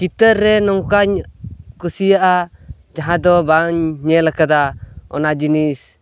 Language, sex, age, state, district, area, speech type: Santali, male, 18-30, West Bengal, Purulia, rural, spontaneous